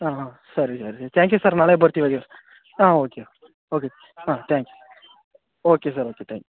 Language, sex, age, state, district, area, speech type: Kannada, male, 18-30, Karnataka, Chamarajanagar, rural, conversation